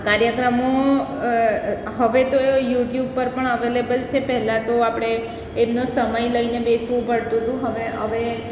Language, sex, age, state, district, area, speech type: Gujarati, female, 45-60, Gujarat, Surat, urban, spontaneous